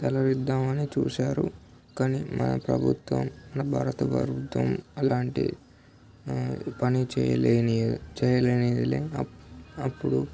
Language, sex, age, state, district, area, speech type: Telugu, male, 18-30, Telangana, Nirmal, urban, spontaneous